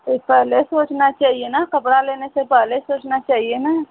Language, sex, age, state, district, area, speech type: Hindi, female, 30-45, Uttar Pradesh, Mau, rural, conversation